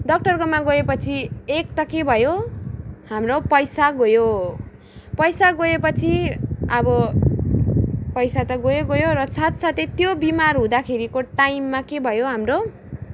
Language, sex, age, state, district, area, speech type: Nepali, female, 18-30, West Bengal, Kalimpong, rural, spontaneous